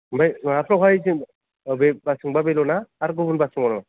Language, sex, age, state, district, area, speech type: Bodo, male, 30-45, Assam, Kokrajhar, rural, conversation